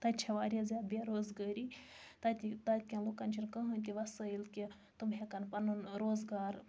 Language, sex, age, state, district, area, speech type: Kashmiri, female, 60+, Jammu and Kashmir, Baramulla, rural, spontaneous